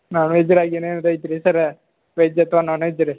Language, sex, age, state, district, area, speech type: Kannada, male, 45-60, Karnataka, Belgaum, rural, conversation